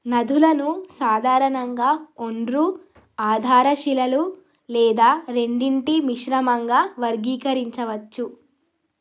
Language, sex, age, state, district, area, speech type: Telugu, female, 18-30, Telangana, Jagtial, urban, read